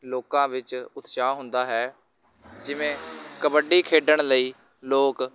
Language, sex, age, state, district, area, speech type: Punjabi, male, 18-30, Punjab, Shaheed Bhagat Singh Nagar, urban, spontaneous